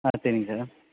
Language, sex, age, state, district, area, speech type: Tamil, male, 30-45, Tamil Nadu, Madurai, urban, conversation